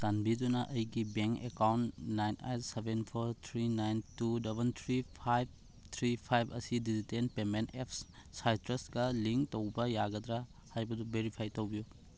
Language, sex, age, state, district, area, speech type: Manipuri, male, 30-45, Manipur, Thoubal, rural, read